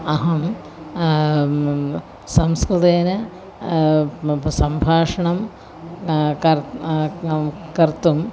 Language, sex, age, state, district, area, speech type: Sanskrit, female, 45-60, Kerala, Thiruvananthapuram, urban, spontaneous